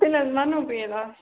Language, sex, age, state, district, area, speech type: Kashmiri, female, 18-30, Jammu and Kashmir, Ganderbal, rural, conversation